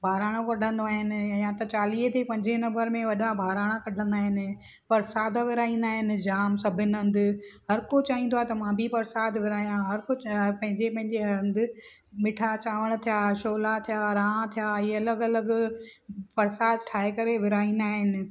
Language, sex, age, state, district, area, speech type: Sindhi, female, 45-60, Maharashtra, Thane, urban, spontaneous